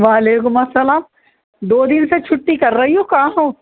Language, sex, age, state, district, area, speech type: Urdu, female, 60+, Uttar Pradesh, Rampur, urban, conversation